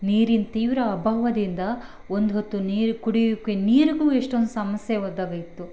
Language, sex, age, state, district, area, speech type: Kannada, female, 30-45, Karnataka, Chitradurga, rural, spontaneous